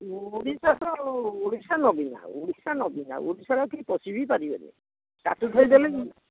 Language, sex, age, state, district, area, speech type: Odia, male, 60+, Odisha, Bhadrak, rural, conversation